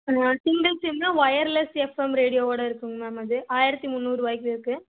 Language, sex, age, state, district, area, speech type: Tamil, female, 18-30, Tamil Nadu, Coimbatore, rural, conversation